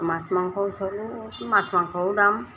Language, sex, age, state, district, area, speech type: Assamese, female, 60+, Assam, Golaghat, urban, spontaneous